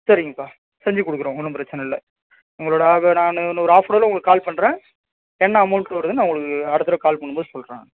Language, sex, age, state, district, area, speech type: Tamil, male, 30-45, Tamil Nadu, Ariyalur, rural, conversation